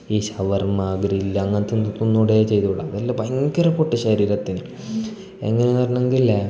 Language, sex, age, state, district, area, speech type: Malayalam, male, 18-30, Kerala, Kasaragod, urban, spontaneous